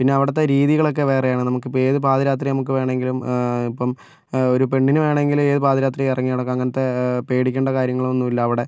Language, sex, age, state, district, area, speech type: Malayalam, male, 18-30, Kerala, Kozhikode, urban, spontaneous